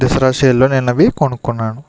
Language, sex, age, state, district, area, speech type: Telugu, male, 45-60, Andhra Pradesh, East Godavari, urban, spontaneous